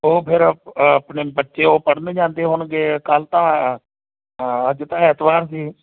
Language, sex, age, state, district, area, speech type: Punjabi, male, 45-60, Punjab, Moga, rural, conversation